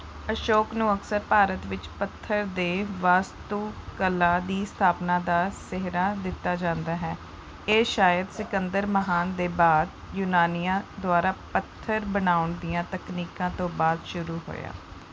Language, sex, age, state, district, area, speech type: Punjabi, female, 18-30, Punjab, Rupnagar, urban, read